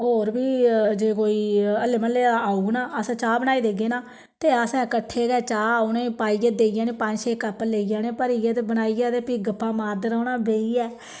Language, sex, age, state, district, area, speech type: Dogri, female, 30-45, Jammu and Kashmir, Samba, rural, spontaneous